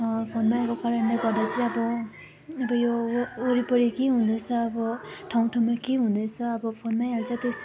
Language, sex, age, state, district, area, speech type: Nepali, female, 18-30, West Bengal, Darjeeling, rural, spontaneous